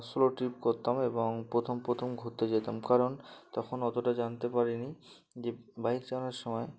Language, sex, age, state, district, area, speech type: Bengali, male, 18-30, West Bengal, Uttar Dinajpur, urban, spontaneous